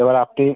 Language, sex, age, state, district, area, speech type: Bengali, male, 60+, West Bengal, South 24 Parganas, urban, conversation